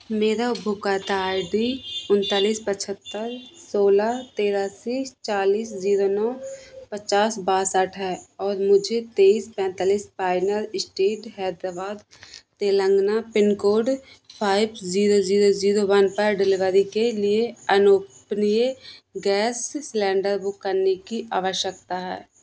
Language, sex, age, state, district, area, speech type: Hindi, female, 18-30, Madhya Pradesh, Narsinghpur, rural, read